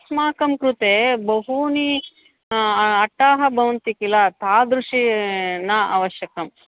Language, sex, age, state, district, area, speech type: Sanskrit, female, 45-60, Karnataka, Bangalore Urban, urban, conversation